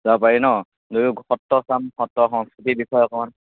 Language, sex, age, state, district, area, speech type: Assamese, male, 18-30, Assam, Majuli, rural, conversation